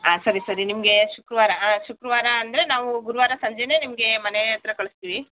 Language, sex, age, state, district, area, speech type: Kannada, female, 30-45, Karnataka, Mandya, rural, conversation